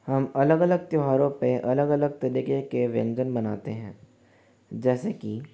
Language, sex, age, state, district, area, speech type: Hindi, male, 18-30, Rajasthan, Jaipur, urban, spontaneous